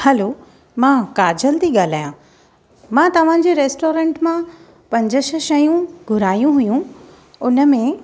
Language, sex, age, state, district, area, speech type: Sindhi, female, 30-45, Maharashtra, Thane, urban, spontaneous